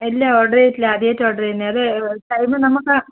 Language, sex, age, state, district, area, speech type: Malayalam, female, 60+, Kerala, Wayanad, rural, conversation